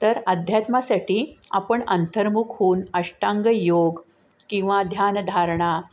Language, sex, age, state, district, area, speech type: Marathi, female, 45-60, Maharashtra, Sangli, urban, spontaneous